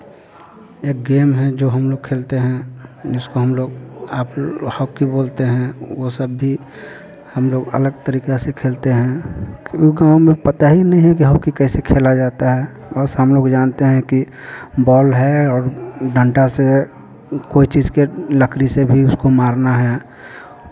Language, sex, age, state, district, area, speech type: Hindi, male, 45-60, Bihar, Vaishali, urban, spontaneous